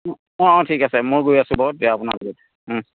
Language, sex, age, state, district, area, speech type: Assamese, male, 60+, Assam, Dhemaji, rural, conversation